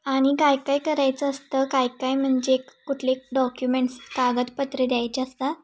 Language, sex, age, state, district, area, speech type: Marathi, female, 18-30, Maharashtra, Sangli, urban, spontaneous